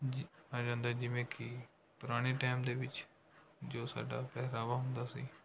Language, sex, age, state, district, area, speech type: Punjabi, male, 18-30, Punjab, Rupnagar, rural, spontaneous